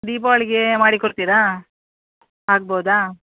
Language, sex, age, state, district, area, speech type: Kannada, female, 60+, Karnataka, Udupi, rural, conversation